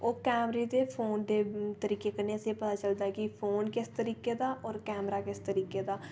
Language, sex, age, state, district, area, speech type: Dogri, female, 18-30, Jammu and Kashmir, Reasi, rural, spontaneous